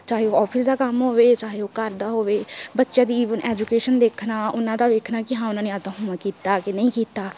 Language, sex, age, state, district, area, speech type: Punjabi, female, 18-30, Punjab, Tarn Taran, urban, spontaneous